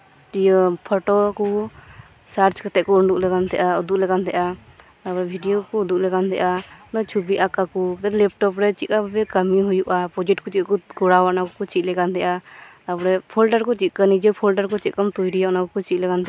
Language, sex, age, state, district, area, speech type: Santali, female, 18-30, West Bengal, Birbhum, rural, spontaneous